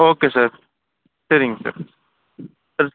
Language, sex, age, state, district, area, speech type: Tamil, male, 45-60, Tamil Nadu, Sivaganga, urban, conversation